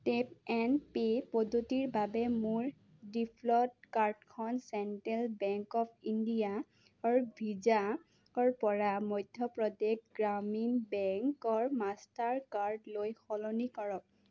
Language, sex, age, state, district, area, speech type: Assamese, female, 18-30, Assam, Sonitpur, rural, read